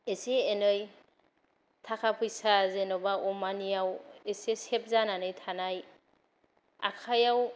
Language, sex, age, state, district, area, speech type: Bodo, female, 30-45, Assam, Kokrajhar, rural, spontaneous